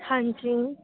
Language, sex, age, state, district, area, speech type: Punjabi, female, 18-30, Punjab, Fatehgarh Sahib, rural, conversation